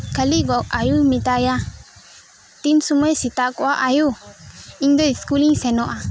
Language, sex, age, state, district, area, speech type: Santali, female, 18-30, West Bengal, Birbhum, rural, spontaneous